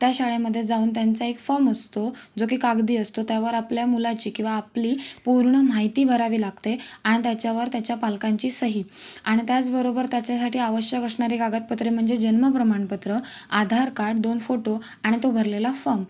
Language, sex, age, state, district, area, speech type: Marathi, female, 18-30, Maharashtra, Sindhudurg, rural, spontaneous